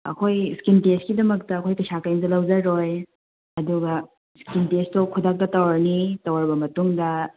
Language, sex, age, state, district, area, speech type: Manipuri, female, 30-45, Manipur, Kangpokpi, urban, conversation